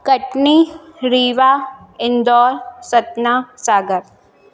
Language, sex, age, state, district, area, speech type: Sindhi, female, 18-30, Madhya Pradesh, Katni, rural, spontaneous